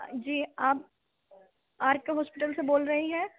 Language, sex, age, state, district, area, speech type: Urdu, female, 18-30, Delhi, Central Delhi, rural, conversation